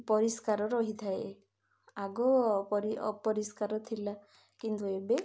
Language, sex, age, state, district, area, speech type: Odia, female, 30-45, Odisha, Ganjam, urban, spontaneous